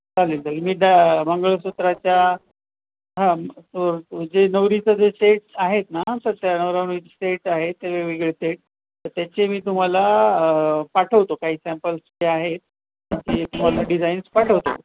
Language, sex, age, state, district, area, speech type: Marathi, male, 30-45, Maharashtra, Nanded, rural, conversation